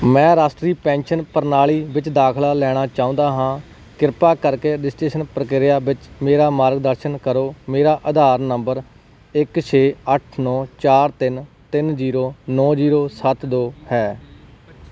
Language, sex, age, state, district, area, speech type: Punjabi, male, 30-45, Punjab, Kapurthala, urban, read